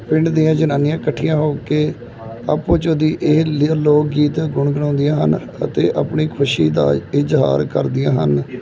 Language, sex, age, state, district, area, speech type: Punjabi, male, 30-45, Punjab, Gurdaspur, rural, spontaneous